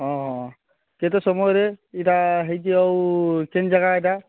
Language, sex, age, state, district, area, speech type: Odia, male, 45-60, Odisha, Nuapada, urban, conversation